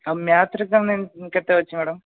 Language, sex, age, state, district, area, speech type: Odia, male, 30-45, Odisha, Nayagarh, rural, conversation